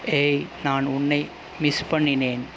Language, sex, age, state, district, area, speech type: Tamil, male, 18-30, Tamil Nadu, Pudukkottai, rural, read